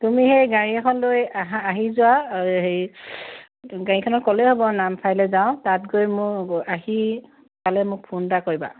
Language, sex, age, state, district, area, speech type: Assamese, female, 45-60, Assam, Dibrugarh, rural, conversation